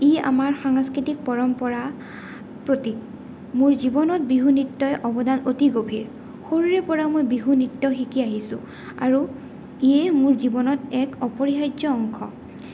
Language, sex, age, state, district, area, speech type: Assamese, female, 18-30, Assam, Goalpara, urban, spontaneous